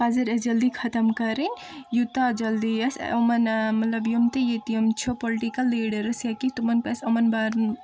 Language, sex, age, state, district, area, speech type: Kashmiri, female, 30-45, Jammu and Kashmir, Bandipora, urban, spontaneous